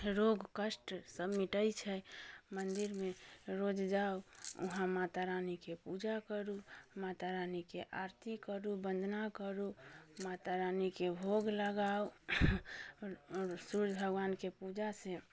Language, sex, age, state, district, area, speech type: Maithili, female, 18-30, Bihar, Muzaffarpur, rural, spontaneous